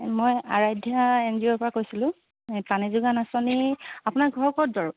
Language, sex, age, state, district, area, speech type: Assamese, female, 45-60, Assam, Dibrugarh, urban, conversation